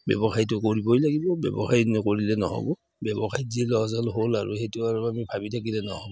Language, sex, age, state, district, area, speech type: Assamese, male, 60+, Assam, Udalguri, rural, spontaneous